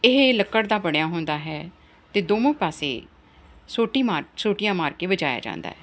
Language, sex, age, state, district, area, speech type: Punjabi, female, 45-60, Punjab, Ludhiana, urban, spontaneous